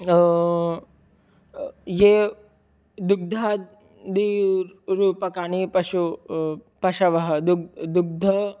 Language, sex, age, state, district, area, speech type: Sanskrit, male, 18-30, Maharashtra, Buldhana, urban, spontaneous